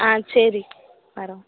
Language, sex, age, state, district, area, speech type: Tamil, female, 18-30, Tamil Nadu, Madurai, urban, conversation